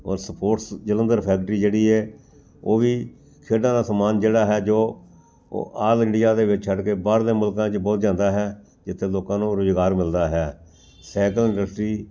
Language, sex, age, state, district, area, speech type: Punjabi, male, 60+, Punjab, Amritsar, urban, spontaneous